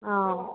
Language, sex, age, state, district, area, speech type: Assamese, female, 18-30, Assam, Golaghat, rural, conversation